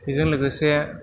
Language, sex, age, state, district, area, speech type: Bodo, male, 18-30, Assam, Chirang, rural, spontaneous